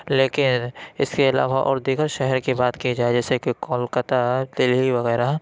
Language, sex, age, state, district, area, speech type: Urdu, male, 30-45, Uttar Pradesh, Lucknow, rural, spontaneous